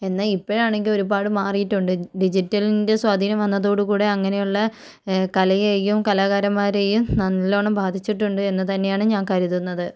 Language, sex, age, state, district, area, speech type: Malayalam, female, 45-60, Kerala, Kozhikode, urban, spontaneous